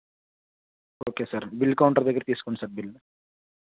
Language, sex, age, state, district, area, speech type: Telugu, male, 18-30, Andhra Pradesh, Konaseema, rural, conversation